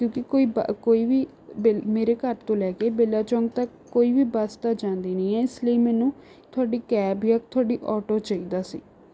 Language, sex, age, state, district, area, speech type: Punjabi, female, 18-30, Punjab, Rupnagar, urban, spontaneous